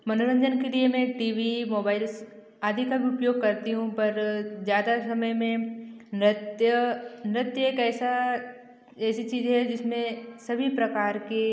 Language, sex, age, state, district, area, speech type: Hindi, female, 18-30, Madhya Pradesh, Betul, rural, spontaneous